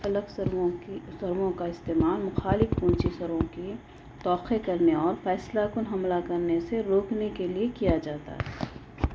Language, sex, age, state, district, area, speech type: Urdu, female, 30-45, Telangana, Hyderabad, urban, read